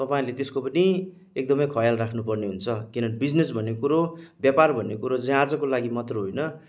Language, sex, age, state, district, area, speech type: Nepali, male, 30-45, West Bengal, Kalimpong, rural, spontaneous